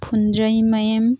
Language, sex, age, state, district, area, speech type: Manipuri, female, 18-30, Manipur, Thoubal, rural, spontaneous